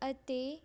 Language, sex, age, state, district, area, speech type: Punjabi, female, 18-30, Punjab, Amritsar, urban, spontaneous